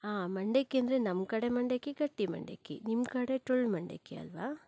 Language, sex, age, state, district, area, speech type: Kannada, female, 30-45, Karnataka, Shimoga, rural, spontaneous